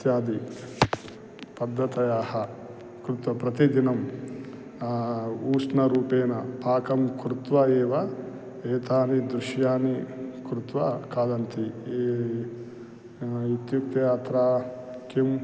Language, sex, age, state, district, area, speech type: Sanskrit, male, 45-60, Telangana, Karimnagar, urban, spontaneous